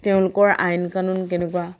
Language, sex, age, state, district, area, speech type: Assamese, female, 30-45, Assam, Dhemaji, rural, spontaneous